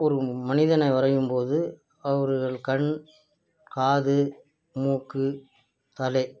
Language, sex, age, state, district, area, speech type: Tamil, male, 60+, Tamil Nadu, Nagapattinam, rural, spontaneous